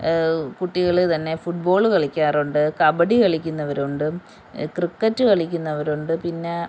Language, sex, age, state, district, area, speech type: Malayalam, female, 30-45, Kerala, Kollam, rural, spontaneous